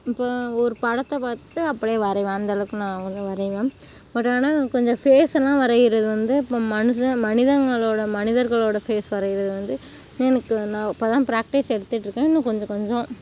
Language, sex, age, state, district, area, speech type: Tamil, female, 18-30, Tamil Nadu, Mayiladuthurai, rural, spontaneous